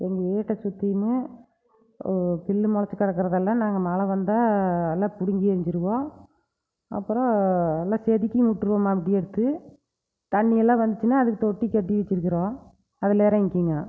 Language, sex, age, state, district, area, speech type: Tamil, female, 45-60, Tamil Nadu, Erode, rural, spontaneous